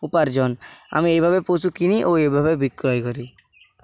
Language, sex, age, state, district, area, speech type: Bengali, male, 18-30, West Bengal, Bankura, rural, spontaneous